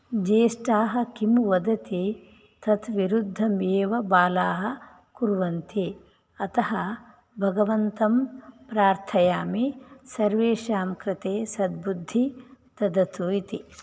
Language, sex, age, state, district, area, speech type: Sanskrit, female, 60+, Karnataka, Udupi, rural, spontaneous